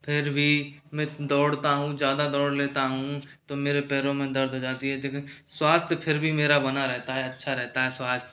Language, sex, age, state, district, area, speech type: Hindi, male, 30-45, Rajasthan, Karauli, rural, spontaneous